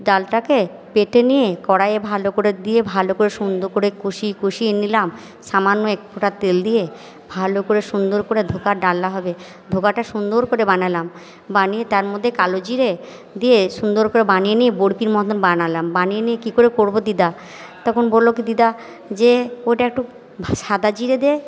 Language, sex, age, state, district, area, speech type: Bengali, female, 60+, West Bengal, Purba Bardhaman, urban, spontaneous